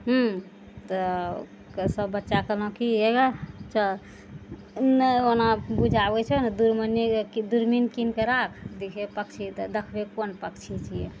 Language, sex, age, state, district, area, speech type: Maithili, female, 45-60, Bihar, Araria, urban, spontaneous